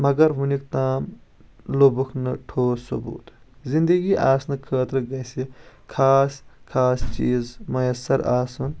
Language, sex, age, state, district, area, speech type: Kashmiri, male, 18-30, Jammu and Kashmir, Kulgam, urban, spontaneous